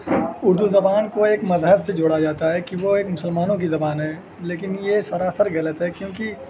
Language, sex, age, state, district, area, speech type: Urdu, male, 18-30, Uttar Pradesh, Azamgarh, rural, spontaneous